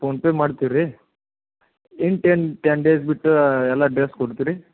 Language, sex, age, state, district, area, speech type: Kannada, male, 30-45, Karnataka, Gadag, rural, conversation